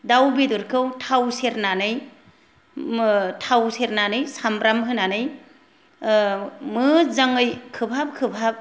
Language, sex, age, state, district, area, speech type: Bodo, female, 45-60, Assam, Kokrajhar, rural, spontaneous